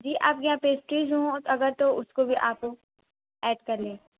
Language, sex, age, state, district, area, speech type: Urdu, female, 18-30, Uttar Pradesh, Mau, urban, conversation